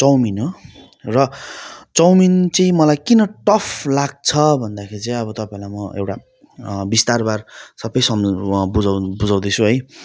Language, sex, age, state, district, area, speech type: Nepali, male, 30-45, West Bengal, Darjeeling, rural, spontaneous